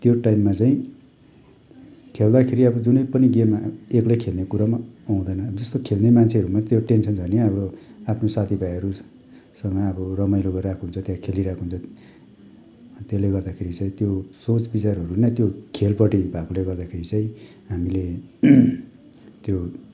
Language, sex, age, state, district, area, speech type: Nepali, male, 45-60, West Bengal, Kalimpong, rural, spontaneous